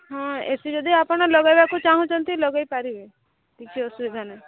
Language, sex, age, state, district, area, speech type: Odia, female, 30-45, Odisha, Subarnapur, urban, conversation